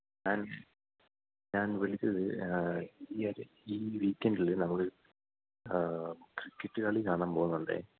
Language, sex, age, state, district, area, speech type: Malayalam, male, 18-30, Kerala, Idukki, rural, conversation